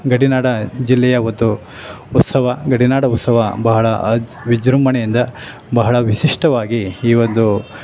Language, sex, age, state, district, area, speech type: Kannada, male, 45-60, Karnataka, Chamarajanagar, urban, spontaneous